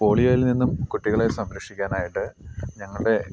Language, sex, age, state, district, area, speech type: Malayalam, male, 45-60, Kerala, Idukki, rural, spontaneous